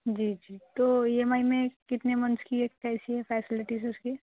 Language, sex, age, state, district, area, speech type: Urdu, female, 18-30, Telangana, Hyderabad, urban, conversation